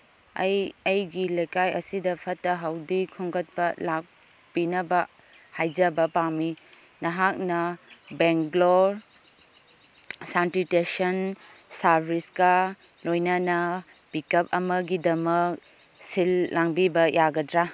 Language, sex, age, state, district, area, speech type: Manipuri, female, 30-45, Manipur, Kangpokpi, urban, read